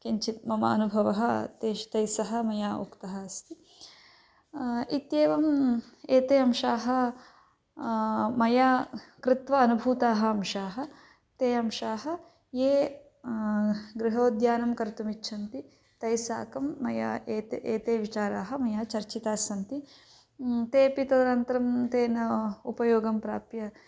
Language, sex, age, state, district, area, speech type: Sanskrit, female, 18-30, Karnataka, Chikkaballapur, rural, spontaneous